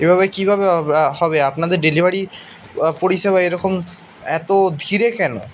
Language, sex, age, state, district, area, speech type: Bengali, male, 18-30, West Bengal, Bankura, urban, spontaneous